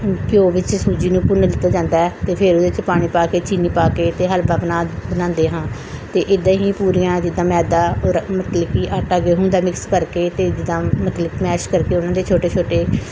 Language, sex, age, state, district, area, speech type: Punjabi, female, 45-60, Punjab, Pathankot, rural, spontaneous